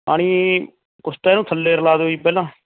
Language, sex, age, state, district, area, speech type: Punjabi, male, 30-45, Punjab, Mansa, urban, conversation